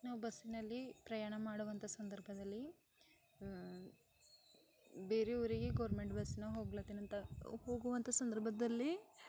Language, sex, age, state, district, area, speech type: Kannada, female, 18-30, Karnataka, Bidar, rural, spontaneous